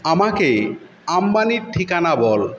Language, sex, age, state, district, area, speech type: Bengali, male, 45-60, West Bengal, Paschim Medinipur, rural, read